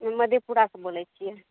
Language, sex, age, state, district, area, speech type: Maithili, female, 30-45, Bihar, Araria, rural, conversation